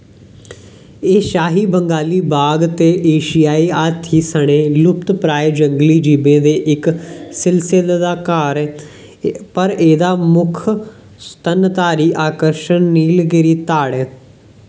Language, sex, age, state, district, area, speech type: Dogri, male, 18-30, Jammu and Kashmir, Jammu, rural, read